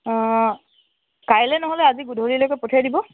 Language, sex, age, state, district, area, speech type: Assamese, female, 30-45, Assam, Tinsukia, urban, conversation